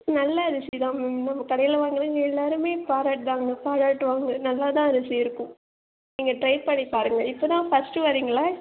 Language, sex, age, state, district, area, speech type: Tamil, female, 18-30, Tamil Nadu, Nagapattinam, rural, conversation